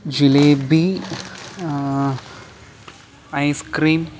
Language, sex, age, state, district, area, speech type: Malayalam, male, 30-45, Kerala, Alappuzha, rural, spontaneous